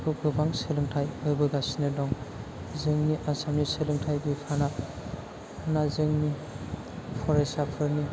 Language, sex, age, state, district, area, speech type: Bodo, male, 18-30, Assam, Chirang, urban, spontaneous